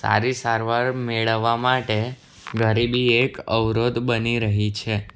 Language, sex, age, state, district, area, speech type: Gujarati, male, 18-30, Gujarat, Anand, rural, spontaneous